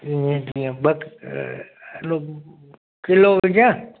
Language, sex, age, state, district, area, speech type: Sindhi, male, 45-60, Gujarat, Junagadh, rural, conversation